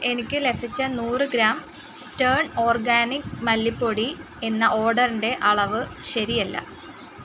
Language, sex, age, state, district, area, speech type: Malayalam, female, 18-30, Kerala, Kollam, rural, read